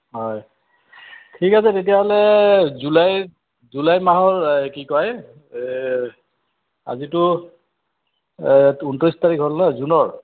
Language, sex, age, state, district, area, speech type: Assamese, male, 60+, Assam, Goalpara, urban, conversation